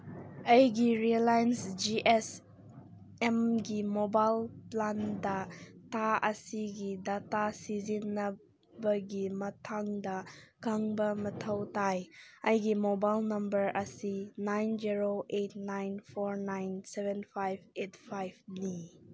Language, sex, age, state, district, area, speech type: Manipuri, female, 18-30, Manipur, Senapati, urban, read